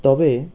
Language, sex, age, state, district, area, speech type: Bengali, male, 30-45, West Bengal, Birbhum, urban, spontaneous